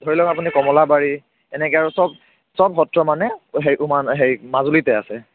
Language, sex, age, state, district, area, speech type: Assamese, male, 18-30, Assam, Kamrup Metropolitan, urban, conversation